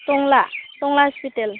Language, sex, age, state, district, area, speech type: Bodo, female, 18-30, Assam, Udalguri, urban, conversation